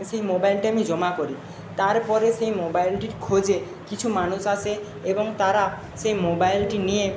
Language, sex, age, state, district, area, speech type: Bengali, male, 60+, West Bengal, Jhargram, rural, spontaneous